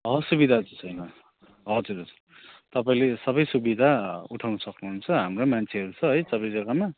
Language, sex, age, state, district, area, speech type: Nepali, male, 30-45, West Bengal, Kalimpong, rural, conversation